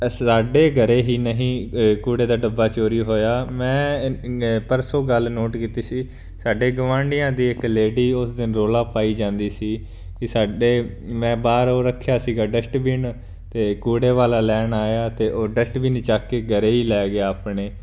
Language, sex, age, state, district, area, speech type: Punjabi, male, 18-30, Punjab, Fazilka, rural, spontaneous